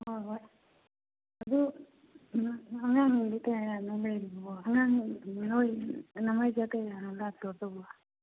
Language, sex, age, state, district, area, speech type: Manipuri, female, 45-60, Manipur, Churachandpur, urban, conversation